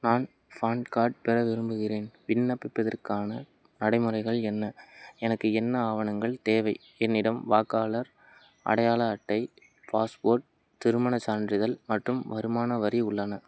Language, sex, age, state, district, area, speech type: Tamil, male, 18-30, Tamil Nadu, Madurai, rural, read